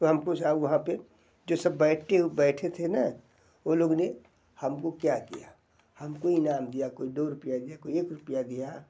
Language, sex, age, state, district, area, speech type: Hindi, male, 60+, Uttar Pradesh, Bhadohi, rural, spontaneous